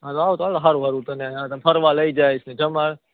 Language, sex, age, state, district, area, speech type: Gujarati, male, 18-30, Gujarat, Rajkot, urban, conversation